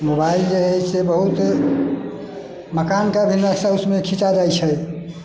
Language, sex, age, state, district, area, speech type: Maithili, male, 45-60, Bihar, Sitamarhi, rural, spontaneous